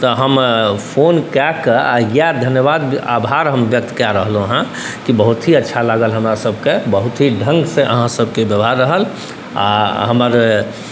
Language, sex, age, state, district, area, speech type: Maithili, male, 45-60, Bihar, Saharsa, urban, spontaneous